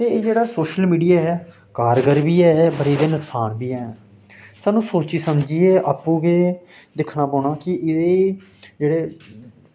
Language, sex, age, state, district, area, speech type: Dogri, male, 30-45, Jammu and Kashmir, Samba, rural, spontaneous